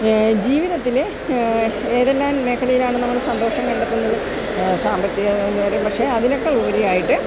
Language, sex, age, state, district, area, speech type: Malayalam, female, 60+, Kerala, Alappuzha, urban, spontaneous